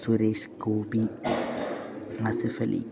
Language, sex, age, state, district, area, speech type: Malayalam, male, 18-30, Kerala, Idukki, rural, spontaneous